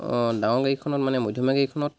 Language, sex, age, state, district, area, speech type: Assamese, male, 45-60, Assam, Charaideo, rural, spontaneous